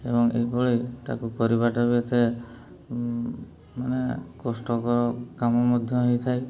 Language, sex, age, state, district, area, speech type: Odia, male, 30-45, Odisha, Mayurbhanj, rural, spontaneous